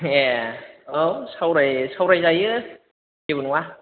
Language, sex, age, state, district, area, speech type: Bodo, male, 30-45, Assam, Chirang, rural, conversation